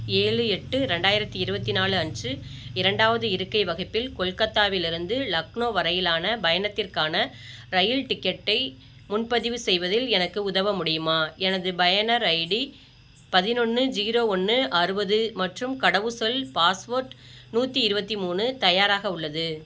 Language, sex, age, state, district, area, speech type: Tamil, female, 45-60, Tamil Nadu, Ariyalur, rural, read